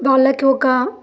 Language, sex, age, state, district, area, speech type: Telugu, female, 18-30, Telangana, Bhadradri Kothagudem, rural, spontaneous